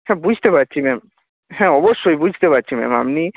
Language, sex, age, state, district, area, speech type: Bengali, male, 30-45, West Bengal, Nadia, rural, conversation